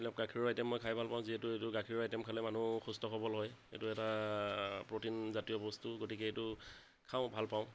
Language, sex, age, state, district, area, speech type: Assamese, male, 30-45, Assam, Darrang, rural, spontaneous